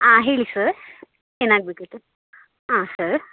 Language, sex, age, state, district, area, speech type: Kannada, female, 18-30, Karnataka, Dakshina Kannada, rural, conversation